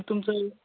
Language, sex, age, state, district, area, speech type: Marathi, male, 18-30, Maharashtra, Yavatmal, rural, conversation